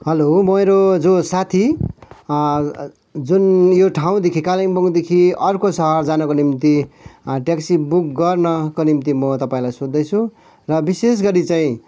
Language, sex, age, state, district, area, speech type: Nepali, male, 45-60, West Bengal, Kalimpong, rural, spontaneous